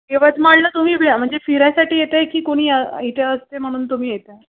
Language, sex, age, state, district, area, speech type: Marathi, female, 45-60, Maharashtra, Yavatmal, urban, conversation